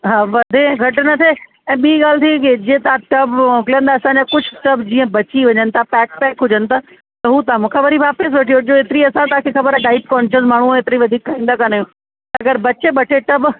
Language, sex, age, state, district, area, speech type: Sindhi, female, 45-60, Uttar Pradesh, Lucknow, rural, conversation